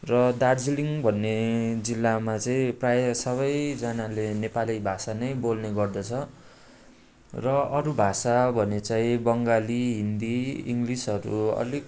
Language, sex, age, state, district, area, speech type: Nepali, male, 18-30, West Bengal, Darjeeling, rural, spontaneous